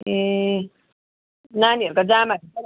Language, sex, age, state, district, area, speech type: Nepali, female, 45-60, West Bengal, Darjeeling, rural, conversation